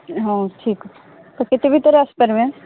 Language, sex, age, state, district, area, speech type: Odia, female, 30-45, Odisha, Sambalpur, rural, conversation